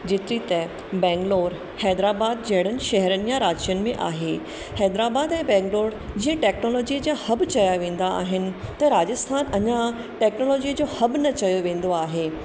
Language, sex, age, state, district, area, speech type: Sindhi, female, 30-45, Rajasthan, Ajmer, urban, spontaneous